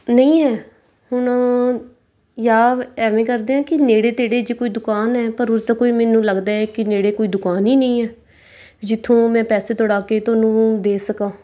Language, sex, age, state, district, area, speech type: Punjabi, female, 30-45, Punjab, Mansa, urban, spontaneous